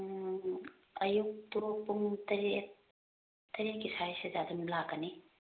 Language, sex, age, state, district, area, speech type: Manipuri, female, 30-45, Manipur, Bishnupur, rural, conversation